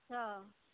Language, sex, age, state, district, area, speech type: Maithili, female, 60+, Bihar, Saharsa, rural, conversation